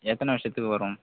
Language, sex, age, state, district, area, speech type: Tamil, male, 30-45, Tamil Nadu, Mayiladuthurai, urban, conversation